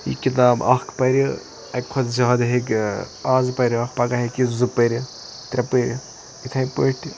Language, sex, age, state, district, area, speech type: Kashmiri, male, 18-30, Jammu and Kashmir, Budgam, rural, spontaneous